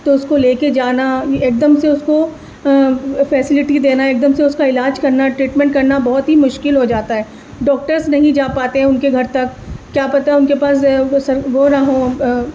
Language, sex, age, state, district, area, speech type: Urdu, female, 30-45, Delhi, East Delhi, rural, spontaneous